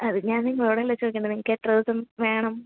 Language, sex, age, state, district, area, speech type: Malayalam, female, 30-45, Kerala, Thrissur, rural, conversation